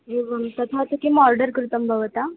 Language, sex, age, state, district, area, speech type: Sanskrit, female, 18-30, Maharashtra, Ahmednagar, urban, conversation